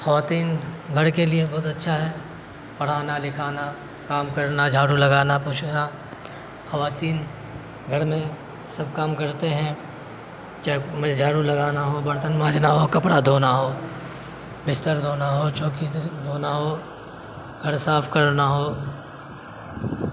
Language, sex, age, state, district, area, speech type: Urdu, male, 30-45, Bihar, Supaul, rural, spontaneous